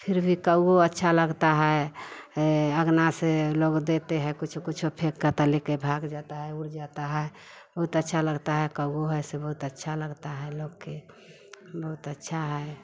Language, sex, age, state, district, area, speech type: Hindi, female, 45-60, Bihar, Vaishali, rural, spontaneous